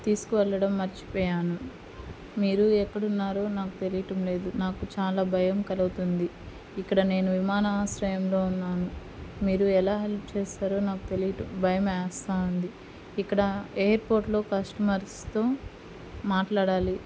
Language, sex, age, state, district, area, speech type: Telugu, female, 30-45, Andhra Pradesh, Nellore, urban, spontaneous